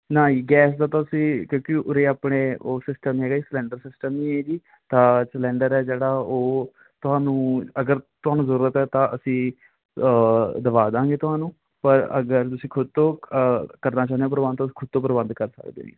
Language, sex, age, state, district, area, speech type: Punjabi, male, 18-30, Punjab, Mansa, rural, conversation